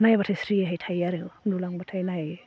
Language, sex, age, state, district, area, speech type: Bodo, female, 30-45, Assam, Baksa, rural, spontaneous